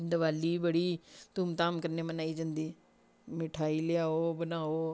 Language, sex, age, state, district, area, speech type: Dogri, female, 45-60, Jammu and Kashmir, Samba, rural, spontaneous